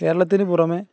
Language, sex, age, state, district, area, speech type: Malayalam, male, 18-30, Kerala, Kozhikode, rural, spontaneous